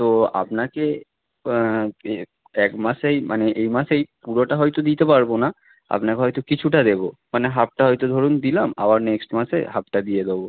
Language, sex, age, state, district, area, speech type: Bengali, male, 18-30, West Bengal, Howrah, urban, conversation